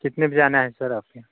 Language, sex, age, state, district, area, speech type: Hindi, male, 30-45, Uttar Pradesh, Bhadohi, rural, conversation